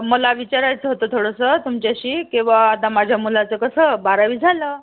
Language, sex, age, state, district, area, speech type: Marathi, female, 45-60, Maharashtra, Yavatmal, rural, conversation